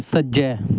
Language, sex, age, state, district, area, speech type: Dogri, male, 18-30, Jammu and Kashmir, Kathua, rural, read